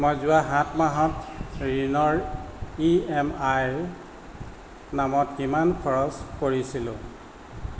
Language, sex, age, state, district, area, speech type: Assamese, male, 45-60, Assam, Tinsukia, rural, read